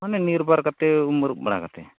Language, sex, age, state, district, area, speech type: Santali, male, 45-60, Odisha, Mayurbhanj, rural, conversation